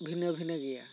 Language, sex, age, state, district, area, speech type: Santali, male, 18-30, West Bengal, Bankura, rural, spontaneous